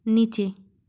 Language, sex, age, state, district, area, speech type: Bengali, female, 18-30, West Bengal, Purba Medinipur, rural, read